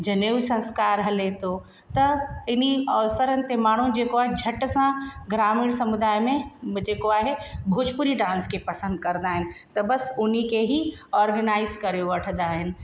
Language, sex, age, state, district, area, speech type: Sindhi, female, 45-60, Uttar Pradesh, Lucknow, rural, spontaneous